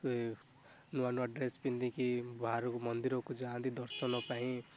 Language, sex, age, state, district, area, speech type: Odia, male, 18-30, Odisha, Rayagada, rural, spontaneous